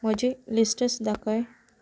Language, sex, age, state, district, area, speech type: Goan Konkani, female, 18-30, Goa, Canacona, rural, read